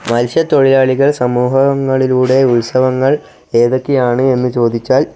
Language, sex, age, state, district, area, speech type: Malayalam, male, 18-30, Kerala, Wayanad, rural, spontaneous